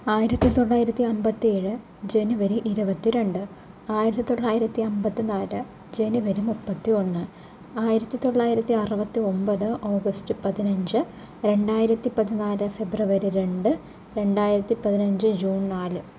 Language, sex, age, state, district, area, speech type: Malayalam, female, 30-45, Kerala, Palakkad, rural, spontaneous